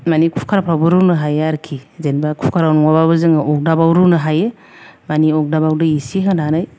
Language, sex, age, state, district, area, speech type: Bodo, female, 45-60, Assam, Kokrajhar, urban, spontaneous